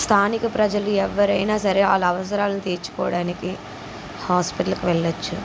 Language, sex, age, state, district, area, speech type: Telugu, female, 45-60, Andhra Pradesh, N T Rama Rao, urban, spontaneous